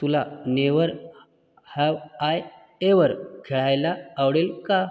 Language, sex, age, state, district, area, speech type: Marathi, male, 45-60, Maharashtra, Buldhana, rural, read